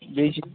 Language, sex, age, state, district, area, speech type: Kashmiri, male, 30-45, Jammu and Kashmir, Budgam, rural, conversation